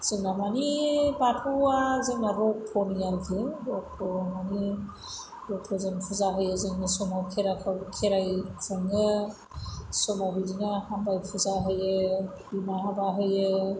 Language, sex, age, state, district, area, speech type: Bodo, female, 45-60, Assam, Chirang, rural, spontaneous